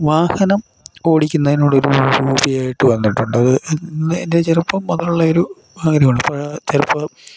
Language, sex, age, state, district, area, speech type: Malayalam, male, 60+, Kerala, Idukki, rural, spontaneous